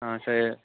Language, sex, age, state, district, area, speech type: Kannada, male, 18-30, Karnataka, Mandya, rural, conversation